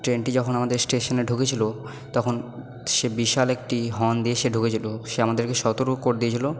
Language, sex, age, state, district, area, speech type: Bengali, male, 18-30, West Bengal, Purba Bardhaman, urban, spontaneous